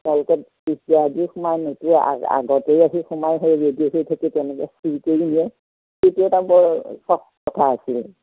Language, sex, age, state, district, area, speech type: Assamese, female, 60+, Assam, Golaghat, urban, conversation